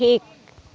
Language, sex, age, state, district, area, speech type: Santali, female, 45-60, West Bengal, Bankura, rural, read